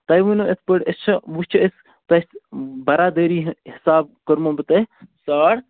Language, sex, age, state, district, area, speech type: Kashmiri, male, 30-45, Jammu and Kashmir, Kupwara, rural, conversation